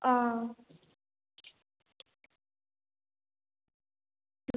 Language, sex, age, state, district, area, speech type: Dogri, female, 18-30, Jammu and Kashmir, Reasi, rural, conversation